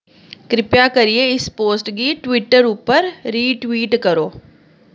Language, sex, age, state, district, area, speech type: Dogri, female, 30-45, Jammu and Kashmir, Samba, urban, read